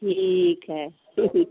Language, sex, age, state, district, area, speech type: Hindi, female, 45-60, Bihar, Vaishali, rural, conversation